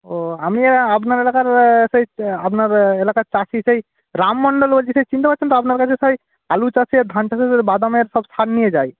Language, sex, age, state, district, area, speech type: Bengali, male, 18-30, West Bengal, Jalpaiguri, rural, conversation